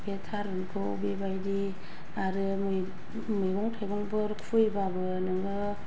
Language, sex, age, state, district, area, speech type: Bodo, female, 45-60, Assam, Kokrajhar, rural, spontaneous